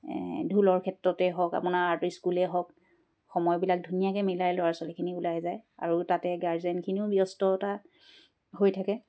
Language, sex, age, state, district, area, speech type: Assamese, female, 30-45, Assam, Charaideo, rural, spontaneous